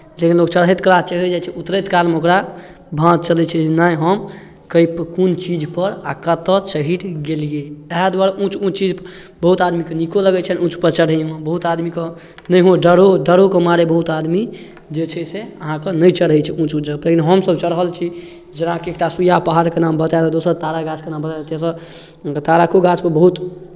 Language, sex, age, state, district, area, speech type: Maithili, male, 18-30, Bihar, Darbhanga, rural, spontaneous